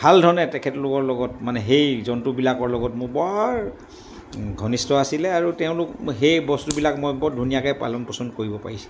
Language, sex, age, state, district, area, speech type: Assamese, male, 60+, Assam, Dibrugarh, rural, spontaneous